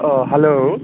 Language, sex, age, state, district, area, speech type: Bodo, male, 18-30, Assam, Chirang, rural, conversation